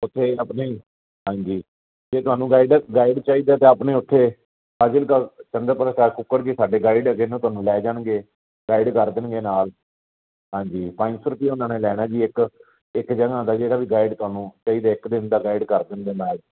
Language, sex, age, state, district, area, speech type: Punjabi, male, 30-45, Punjab, Fazilka, rural, conversation